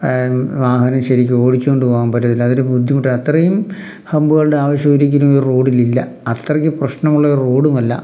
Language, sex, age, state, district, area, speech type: Malayalam, male, 45-60, Kerala, Palakkad, rural, spontaneous